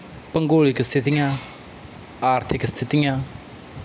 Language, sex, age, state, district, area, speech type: Punjabi, male, 18-30, Punjab, Bathinda, rural, spontaneous